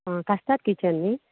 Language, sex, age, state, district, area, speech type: Goan Konkani, female, 45-60, Goa, Canacona, rural, conversation